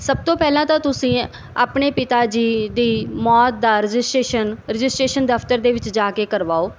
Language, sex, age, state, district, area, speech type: Punjabi, female, 30-45, Punjab, Barnala, urban, spontaneous